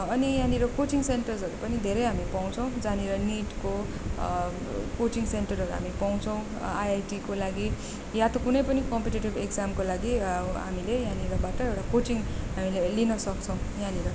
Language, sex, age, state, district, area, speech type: Nepali, female, 18-30, West Bengal, Darjeeling, rural, spontaneous